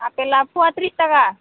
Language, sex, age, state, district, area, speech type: Bodo, female, 18-30, Assam, Udalguri, urban, conversation